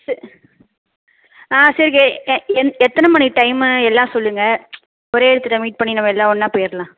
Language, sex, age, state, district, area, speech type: Tamil, female, 45-60, Tamil Nadu, Pudukkottai, rural, conversation